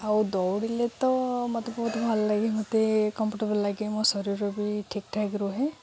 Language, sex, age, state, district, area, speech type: Odia, female, 18-30, Odisha, Sundergarh, urban, spontaneous